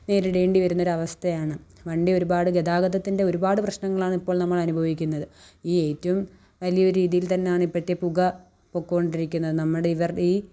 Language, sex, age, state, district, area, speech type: Malayalam, female, 18-30, Kerala, Kollam, urban, spontaneous